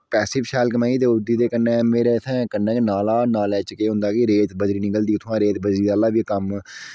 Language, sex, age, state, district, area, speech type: Dogri, female, 30-45, Jammu and Kashmir, Udhampur, rural, spontaneous